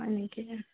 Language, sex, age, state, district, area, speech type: Assamese, female, 18-30, Assam, Golaghat, urban, conversation